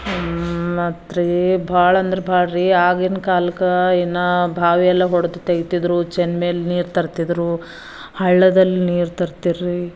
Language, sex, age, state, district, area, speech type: Kannada, female, 45-60, Karnataka, Bidar, rural, spontaneous